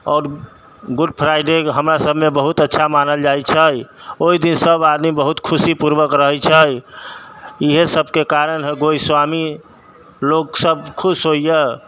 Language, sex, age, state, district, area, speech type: Maithili, male, 30-45, Bihar, Sitamarhi, urban, spontaneous